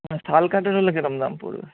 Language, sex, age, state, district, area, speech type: Bengali, male, 18-30, West Bengal, Darjeeling, rural, conversation